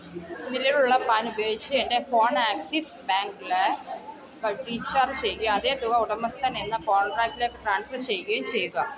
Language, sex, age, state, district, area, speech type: Malayalam, female, 30-45, Kerala, Kollam, rural, read